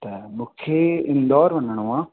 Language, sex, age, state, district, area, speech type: Sindhi, male, 18-30, Madhya Pradesh, Katni, rural, conversation